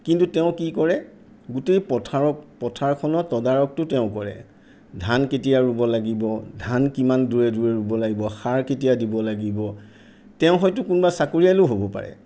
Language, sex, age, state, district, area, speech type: Assamese, male, 60+, Assam, Sonitpur, urban, spontaneous